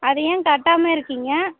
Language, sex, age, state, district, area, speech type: Tamil, female, 30-45, Tamil Nadu, Tirupattur, rural, conversation